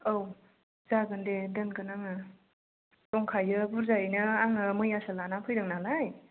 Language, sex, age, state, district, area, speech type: Bodo, female, 30-45, Assam, Kokrajhar, rural, conversation